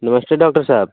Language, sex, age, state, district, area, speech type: Hindi, male, 30-45, Uttar Pradesh, Pratapgarh, rural, conversation